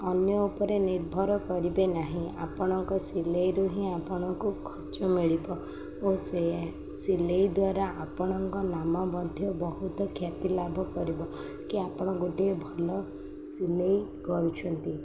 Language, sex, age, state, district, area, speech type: Odia, female, 18-30, Odisha, Sundergarh, urban, spontaneous